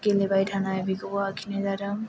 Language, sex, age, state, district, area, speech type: Bodo, female, 18-30, Assam, Chirang, rural, spontaneous